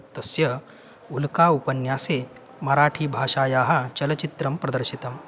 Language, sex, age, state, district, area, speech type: Sanskrit, male, 18-30, Maharashtra, Solapur, rural, spontaneous